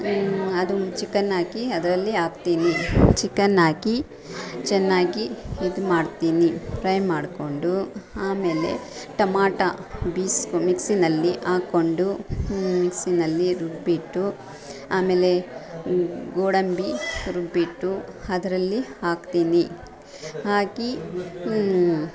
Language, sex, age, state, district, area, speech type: Kannada, female, 45-60, Karnataka, Bangalore Urban, urban, spontaneous